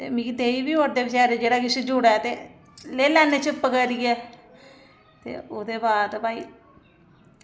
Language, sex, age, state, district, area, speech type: Dogri, female, 45-60, Jammu and Kashmir, Samba, rural, spontaneous